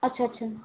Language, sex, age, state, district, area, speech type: Hindi, female, 30-45, Uttar Pradesh, Sitapur, rural, conversation